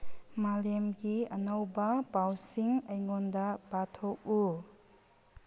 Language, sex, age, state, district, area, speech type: Manipuri, female, 30-45, Manipur, Chandel, rural, read